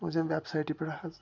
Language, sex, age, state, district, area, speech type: Kashmiri, male, 18-30, Jammu and Kashmir, Pulwama, rural, spontaneous